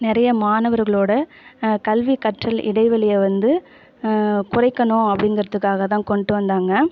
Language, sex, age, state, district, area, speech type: Tamil, female, 30-45, Tamil Nadu, Ariyalur, rural, spontaneous